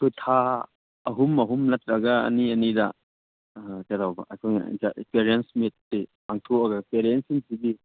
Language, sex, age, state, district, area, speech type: Manipuri, male, 30-45, Manipur, Churachandpur, rural, conversation